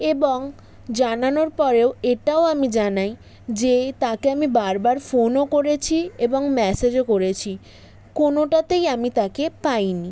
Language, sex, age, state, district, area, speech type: Bengali, female, 18-30, West Bengal, South 24 Parganas, urban, spontaneous